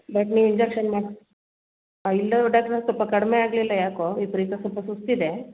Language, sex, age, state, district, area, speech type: Kannada, female, 30-45, Karnataka, Mandya, rural, conversation